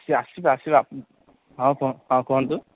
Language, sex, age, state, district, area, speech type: Odia, male, 18-30, Odisha, Koraput, urban, conversation